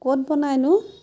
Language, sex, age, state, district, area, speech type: Assamese, female, 30-45, Assam, Majuli, urban, spontaneous